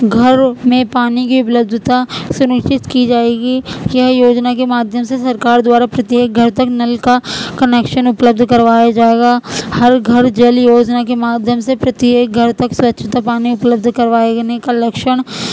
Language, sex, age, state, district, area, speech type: Urdu, female, 18-30, Uttar Pradesh, Gautam Buddha Nagar, rural, spontaneous